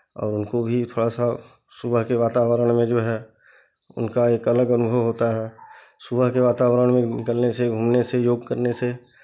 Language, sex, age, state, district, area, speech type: Hindi, male, 45-60, Uttar Pradesh, Chandauli, urban, spontaneous